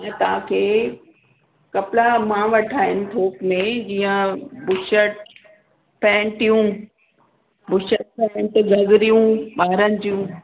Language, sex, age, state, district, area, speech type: Sindhi, female, 45-60, Uttar Pradesh, Lucknow, urban, conversation